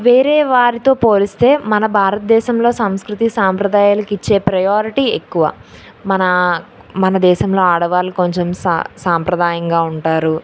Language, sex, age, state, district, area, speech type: Telugu, female, 18-30, Andhra Pradesh, Anakapalli, rural, spontaneous